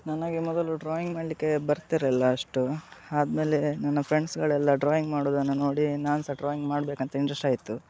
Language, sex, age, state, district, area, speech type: Kannada, male, 18-30, Karnataka, Udupi, rural, spontaneous